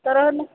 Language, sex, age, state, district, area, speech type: Maithili, female, 18-30, Bihar, Purnia, rural, conversation